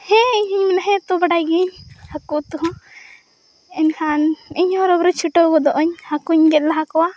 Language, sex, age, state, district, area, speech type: Santali, female, 18-30, Jharkhand, Seraikela Kharsawan, rural, spontaneous